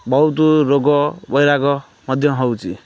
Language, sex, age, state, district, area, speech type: Odia, male, 30-45, Odisha, Kendrapara, urban, spontaneous